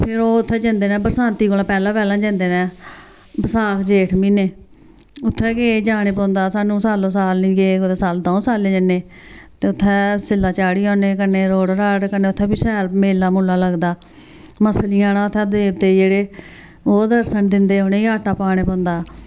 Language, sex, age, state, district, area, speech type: Dogri, female, 45-60, Jammu and Kashmir, Samba, rural, spontaneous